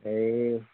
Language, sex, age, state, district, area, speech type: Assamese, male, 30-45, Assam, Majuli, urban, conversation